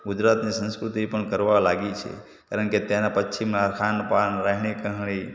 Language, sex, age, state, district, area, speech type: Gujarati, male, 30-45, Gujarat, Morbi, urban, spontaneous